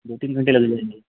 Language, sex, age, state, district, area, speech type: Hindi, male, 45-60, Madhya Pradesh, Hoshangabad, rural, conversation